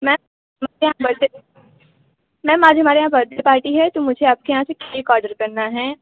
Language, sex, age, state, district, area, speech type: Hindi, female, 18-30, Uttar Pradesh, Bhadohi, rural, conversation